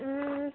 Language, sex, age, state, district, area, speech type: Manipuri, female, 30-45, Manipur, Tengnoupal, rural, conversation